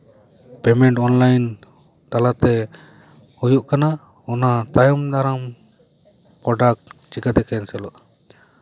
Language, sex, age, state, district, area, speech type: Santali, male, 30-45, West Bengal, Paschim Bardhaman, urban, spontaneous